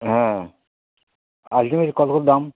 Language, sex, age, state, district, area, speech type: Bengali, male, 60+, West Bengal, Hooghly, rural, conversation